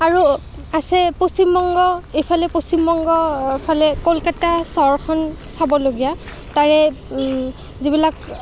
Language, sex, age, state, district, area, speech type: Assamese, female, 30-45, Assam, Kamrup Metropolitan, urban, spontaneous